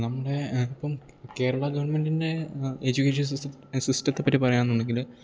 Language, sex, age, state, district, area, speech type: Malayalam, male, 18-30, Kerala, Idukki, rural, spontaneous